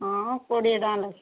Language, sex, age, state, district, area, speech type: Odia, female, 45-60, Odisha, Gajapati, rural, conversation